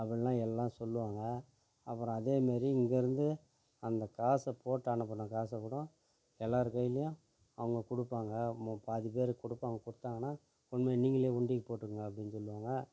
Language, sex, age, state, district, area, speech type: Tamil, male, 45-60, Tamil Nadu, Tiruvannamalai, rural, spontaneous